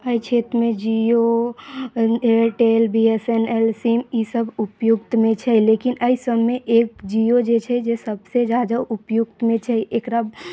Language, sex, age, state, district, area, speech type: Maithili, female, 30-45, Bihar, Sitamarhi, urban, spontaneous